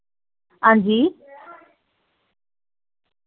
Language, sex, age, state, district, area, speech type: Dogri, female, 30-45, Jammu and Kashmir, Samba, rural, conversation